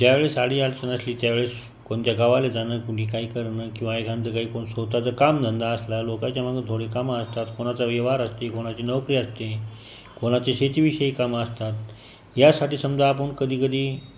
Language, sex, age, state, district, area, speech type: Marathi, male, 45-60, Maharashtra, Buldhana, rural, spontaneous